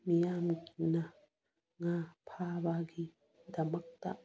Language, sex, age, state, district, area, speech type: Manipuri, female, 45-60, Manipur, Churachandpur, urban, read